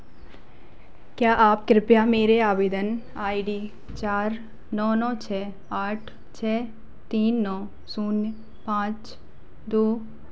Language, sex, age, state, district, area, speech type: Hindi, female, 18-30, Madhya Pradesh, Narsinghpur, rural, read